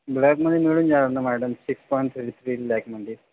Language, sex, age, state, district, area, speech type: Marathi, male, 45-60, Maharashtra, Nagpur, urban, conversation